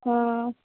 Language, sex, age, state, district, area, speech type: Dogri, female, 18-30, Jammu and Kashmir, Kathua, rural, conversation